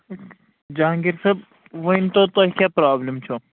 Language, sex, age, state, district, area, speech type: Kashmiri, male, 45-60, Jammu and Kashmir, Baramulla, rural, conversation